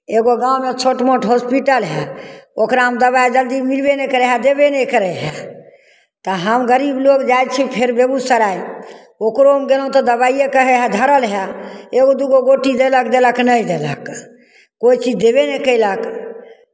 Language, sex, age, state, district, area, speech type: Maithili, female, 60+, Bihar, Begusarai, rural, spontaneous